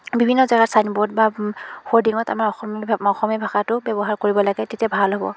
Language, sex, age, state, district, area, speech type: Assamese, female, 45-60, Assam, Biswanath, rural, spontaneous